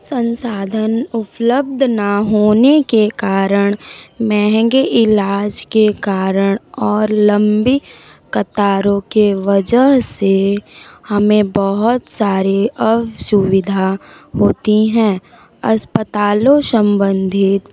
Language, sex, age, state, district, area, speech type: Hindi, female, 45-60, Uttar Pradesh, Sonbhadra, rural, spontaneous